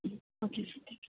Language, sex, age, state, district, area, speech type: Tamil, female, 30-45, Tamil Nadu, Nilgiris, rural, conversation